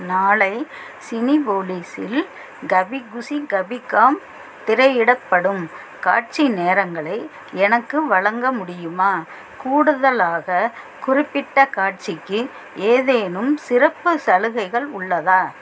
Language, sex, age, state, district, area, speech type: Tamil, female, 60+, Tamil Nadu, Madurai, rural, read